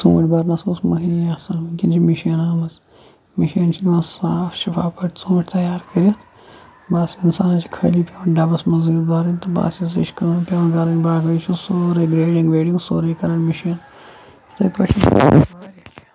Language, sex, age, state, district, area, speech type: Kashmiri, male, 18-30, Jammu and Kashmir, Shopian, rural, spontaneous